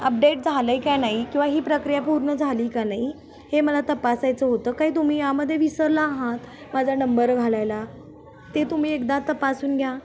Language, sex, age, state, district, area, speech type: Marathi, female, 30-45, Maharashtra, Kolhapur, rural, spontaneous